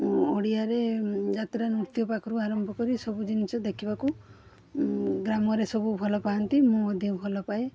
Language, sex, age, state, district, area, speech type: Odia, female, 45-60, Odisha, Balasore, rural, spontaneous